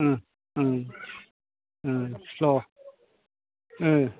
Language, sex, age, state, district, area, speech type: Bodo, male, 60+, Assam, Chirang, rural, conversation